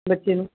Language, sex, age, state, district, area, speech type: Punjabi, female, 60+, Punjab, Gurdaspur, rural, conversation